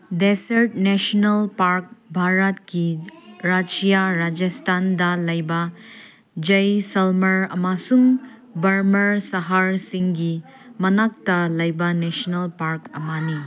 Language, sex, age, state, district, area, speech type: Manipuri, female, 30-45, Manipur, Senapati, urban, read